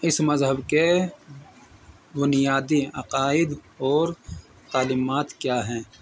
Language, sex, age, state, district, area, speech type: Urdu, male, 45-60, Uttar Pradesh, Muzaffarnagar, urban, spontaneous